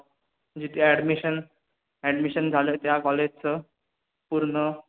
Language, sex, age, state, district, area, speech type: Marathi, male, 18-30, Maharashtra, Ratnagiri, urban, conversation